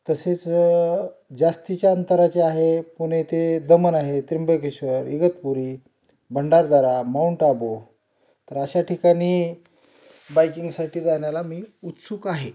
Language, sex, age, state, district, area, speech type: Marathi, male, 45-60, Maharashtra, Osmanabad, rural, spontaneous